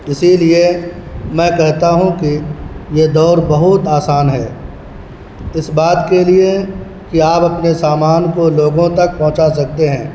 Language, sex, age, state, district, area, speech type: Urdu, male, 18-30, Bihar, Purnia, rural, spontaneous